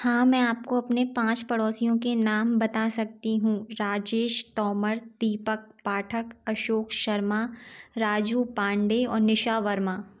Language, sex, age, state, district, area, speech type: Hindi, female, 30-45, Madhya Pradesh, Gwalior, rural, spontaneous